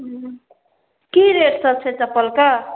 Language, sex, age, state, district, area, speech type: Maithili, female, 18-30, Bihar, Samastipur, rural, conversation